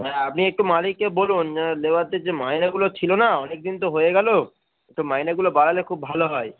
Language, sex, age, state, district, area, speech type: Bengali, male, 45-60, West Bengal, Hooghly, rural, conversation